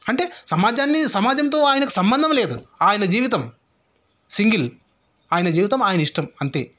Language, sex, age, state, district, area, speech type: Telugu, male, 30-45, Telangana, Sangareddy, rural, spontaneous